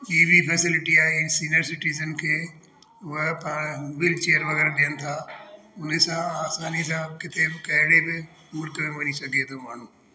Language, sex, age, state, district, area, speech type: Sindhi, male, 60+, Delhi, South Delhi, urban, spontaneous